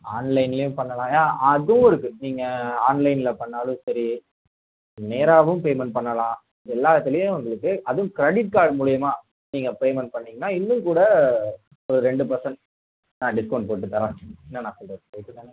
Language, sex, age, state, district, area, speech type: Tamil, male, 18-30, Tamil Nadu, Mayiladuthurai, urban, conversation